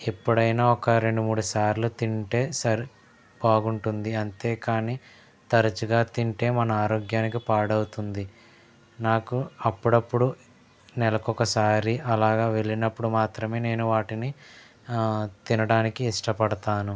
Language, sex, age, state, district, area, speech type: Telugu, male, 18-30, Andhra Pradesh, East Godavari, rural, spontaneous